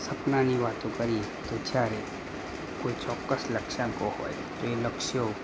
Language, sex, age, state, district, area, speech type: Gujarati, male, 30-45, Gujarat, Anand, rural, spontaneous